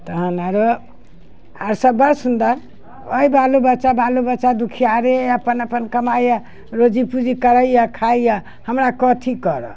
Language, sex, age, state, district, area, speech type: Maithili, female, 60+, Bihar, Muzaffarpur, urban, spontaneous